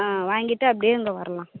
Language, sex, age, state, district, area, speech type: Tamil, female, 18-30, Tamil Nadu, Thoothukudi, rural, conversation